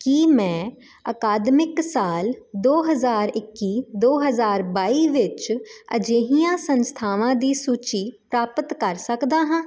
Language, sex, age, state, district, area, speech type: Punjabi, female, 18-30, Punjab, Jalandhar, urban, read